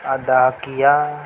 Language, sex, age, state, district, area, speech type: Urdu, male, 60+, Uttar Pradesh, Mau, urban, spontaneous